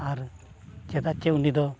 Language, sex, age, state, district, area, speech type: Santali, male, 45-60, Odisha, Mayurbhanj, rural, spontaneous